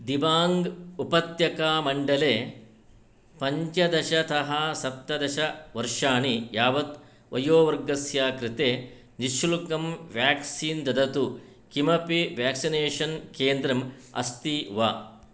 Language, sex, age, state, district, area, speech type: Sanskrit, male, 60+, Karnataka, Shimoga, urban, read